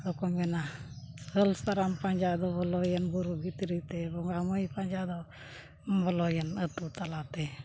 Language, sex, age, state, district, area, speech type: Santali, female, 60+, Odisha, Mayurbhanj, rural, spontaneous